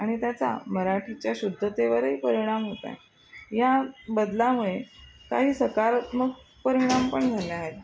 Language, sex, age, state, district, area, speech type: Marathi, female, 45-60, Maharashtra, Thane, rural, spontaneous